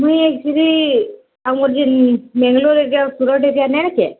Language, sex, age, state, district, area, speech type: Odia, male, 45-60, Odisha, Nuapada, urban, conversation